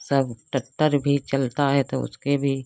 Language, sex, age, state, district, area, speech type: Hindi, female, 60+, Uttar Pradesh, Lucknow, urban, spontaneous